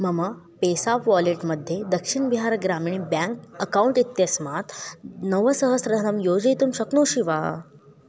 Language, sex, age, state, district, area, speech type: Sanskrit, female, 18-30, Maharashtra, Chandrapur, rural, read